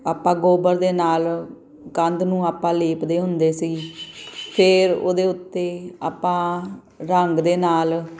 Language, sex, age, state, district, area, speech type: Punjabi, female, 45-60, Punjab, Gurdaspur, urban, spontaneous